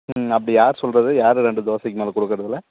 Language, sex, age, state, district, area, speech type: Tamil, female, 18-30, Tamil Nadu, Dharmapuri, rural, conversation